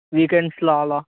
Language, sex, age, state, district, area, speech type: Telugu, male, 18-30, Telangana, Ranga Reddy, urban, conversation